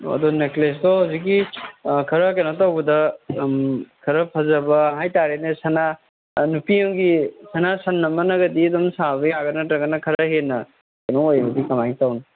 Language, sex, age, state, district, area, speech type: Manipuri, male, 30-45, Manipur, Kangpokpi, urban, conversation